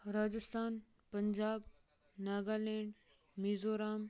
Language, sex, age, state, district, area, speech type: Kashmiri, male, 18-30, Jammu and Kashmir, Kupwara, rural, spontaneous